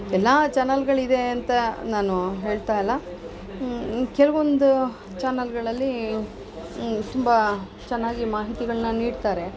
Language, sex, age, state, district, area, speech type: Kannada, female, 45-60, Karnataka, Mysore, urban, spontaneous